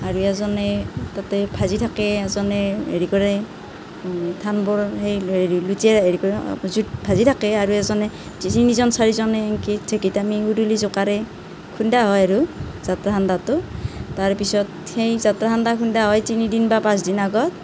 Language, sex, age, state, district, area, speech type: Assamese, female, 30-45, Assam, Nalbari, rural, spontaneous